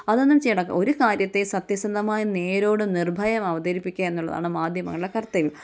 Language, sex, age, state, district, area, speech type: Malayalam, female, 30-45, Kerala, Kottayam, rural, spontaneous